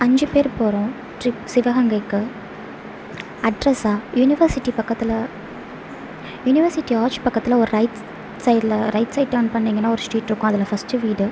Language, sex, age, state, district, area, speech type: Tamil, female, 18-30, Tamil Nadu, Sivaganga, rural, spontaneous